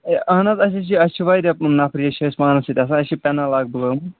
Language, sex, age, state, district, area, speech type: Kashmiri, male, 45-60, Jammu and Kashmir, Srinagar, urban, conversation